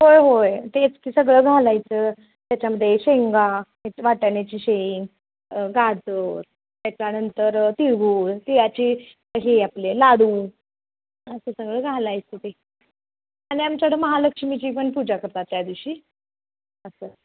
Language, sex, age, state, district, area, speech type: Marathi, female, 30-45, Maharashtra, Kolhapur, rural, conversation